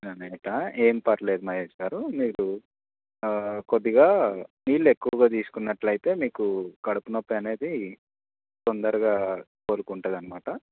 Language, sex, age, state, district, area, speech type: Telugu, male, 18-30, Telangana, Hanamkonda, urban, conversation